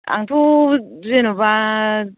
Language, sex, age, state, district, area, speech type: Bodo, female, 45-60, Assam, Kokrajhar, rural, conversation